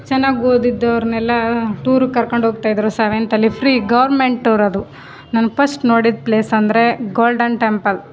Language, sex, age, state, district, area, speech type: Kannada, female, 30-45, Karnataka, Chamarajanagar, rural, spontaneous